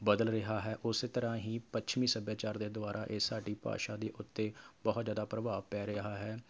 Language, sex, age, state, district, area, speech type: Punjabi, male, 30-45, Punjab, Rupnagar, urban, spontaneous